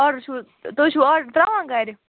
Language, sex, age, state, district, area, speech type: Kashmiri, female, 30-45, Jammu and Kashmir, Anantnag, rural, conversation